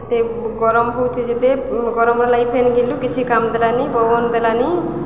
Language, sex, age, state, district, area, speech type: Odia, female, 45-60, Odisha, Balangir, urban, spontaneous